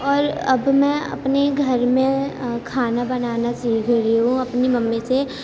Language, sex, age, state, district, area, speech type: Urdu, female, 18-30, Uttar Pradesh, Gautam Buddha Nagar, urban, spontaneous